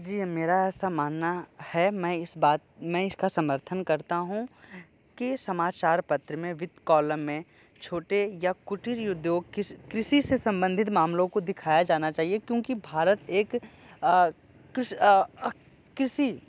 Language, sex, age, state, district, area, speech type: Hindi, male, 30-45, Uttar Pradesh, Sonbhadra, rural, spontaneous